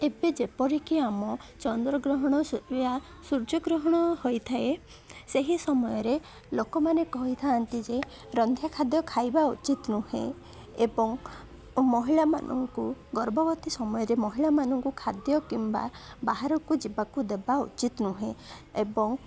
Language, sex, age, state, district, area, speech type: Odia, male, 18-30, Odisha, Koraput, urban, spontaneous